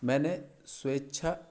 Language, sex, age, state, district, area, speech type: Hindi, male, 60+, Madhya Pradesh, Balaghat, rural, spontaneous